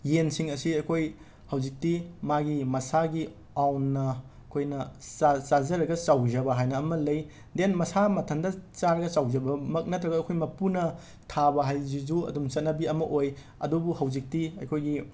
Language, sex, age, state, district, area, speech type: Manipuri, male, 18-30, Manipur, Imphal West, rural, spontaneous